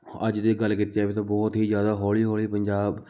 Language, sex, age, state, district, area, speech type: Punjabi, male, 18-30, Punjab, Shaheed Bhagat Singh Nagar, urban, spontaneous